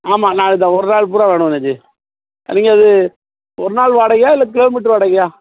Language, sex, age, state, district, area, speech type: Tamil, male, 45-60, Tamil Nadu, Thoothukudi, rural, conversation